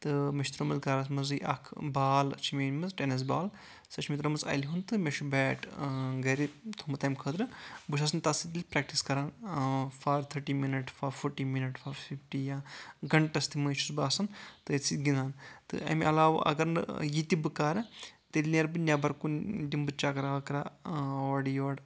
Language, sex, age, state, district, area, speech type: Kashmiri, male, 18-30, Jammu and Kashmir, Anantnag, rural, spontaneous